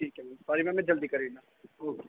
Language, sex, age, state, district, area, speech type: Dogri, male, 18-30, Jammu and Kashmir, Jammu, urban, conversation